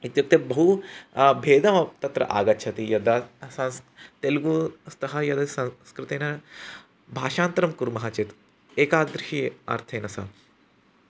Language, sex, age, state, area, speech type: Sanskrit, male, 18-30, Chhattisgarh, urban, spontaneous